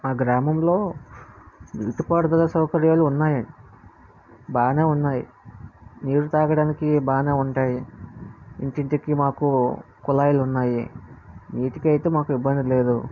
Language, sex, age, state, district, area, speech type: Telugu, male, 18-30, Andhra Pradesh, Visakhapatnam, rural, spontaneous